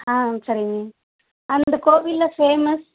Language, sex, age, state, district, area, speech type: Tamil, female, 18-30, Tamil Nadu, Ariyalur, rural, conversation